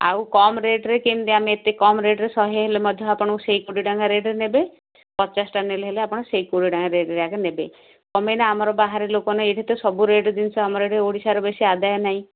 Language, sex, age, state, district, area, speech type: Odia, female, 45-60, Odisha, Gajapati, rural, conversation